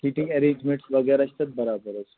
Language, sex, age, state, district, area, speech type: Kashmiri, male, 45-60, Jammu and Kashmir, Srinagar, urban, conversation